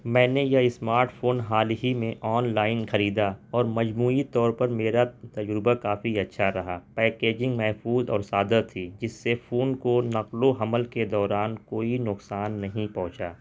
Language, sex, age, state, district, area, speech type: Urdu, male, 30-45, Delhi, North East Delhi, urban, spontaneous